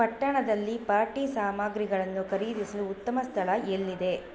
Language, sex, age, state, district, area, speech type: Kannada, female, 30-45, Karnataka, Bangalore Rural, rural, read